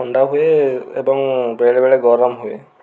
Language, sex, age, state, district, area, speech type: Odia, male, 45-60, Odisha, Kendujhar, urban, spontaneous